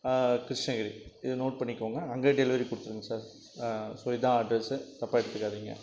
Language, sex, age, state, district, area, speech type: Tamil, male, 45-60, Tamil Nadu, Krishnagiri, rural, spontaneous